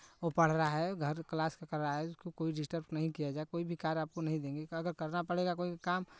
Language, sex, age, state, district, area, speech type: Hindi, male, 18-30, Uttar Pradesh, Chandauli, rural, spontaneous